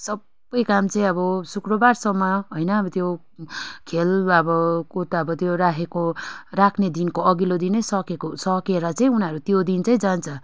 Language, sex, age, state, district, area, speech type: Nepali, female, 30-45, West Bengal, Darjeeling, rural, spontaneous